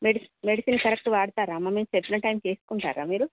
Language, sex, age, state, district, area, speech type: Telugu, female, 30-45, Telangana, Jagtial, urban, conversation